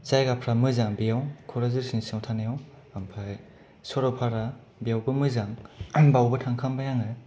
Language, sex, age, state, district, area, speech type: Bodo, male, 18-30, Assam, Kokrajhar, rural, spontaneous